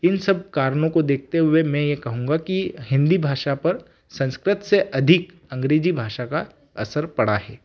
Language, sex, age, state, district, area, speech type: Hindi, male, 18-30, Madhya Pradesh, Ujjain, rural, spontaneous